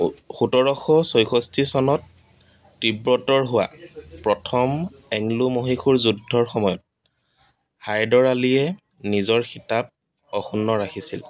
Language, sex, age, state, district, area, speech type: Assamese, male, 30-45, Assam, Dibrugarh, rural, read